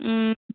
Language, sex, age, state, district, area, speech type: Tamil, female, 18-30, Tamil Nadu, Erode, rural, conversation